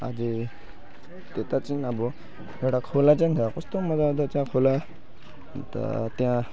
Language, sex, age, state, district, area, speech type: Nepali, male, 18-30, West Bengal, Alipurduar, urban, spontaneous